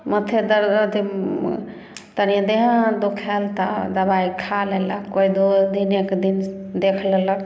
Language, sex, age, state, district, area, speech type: Maithili, female, 30-45, Bihar, Samastipur, urban, spontaneous